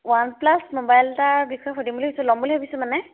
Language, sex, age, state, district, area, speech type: Assamese, female, 18-30, Assam, Dhemaji, urban, conversation